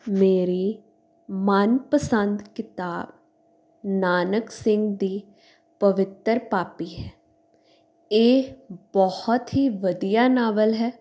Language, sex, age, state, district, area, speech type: Punjabi, female, 18-30, Punjab, Tarn Taran, urban, spontaneous